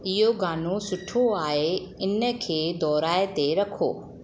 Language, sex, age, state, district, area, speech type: Sindhi, female, 30-45, Gujarat, Ahmedabad, urban, read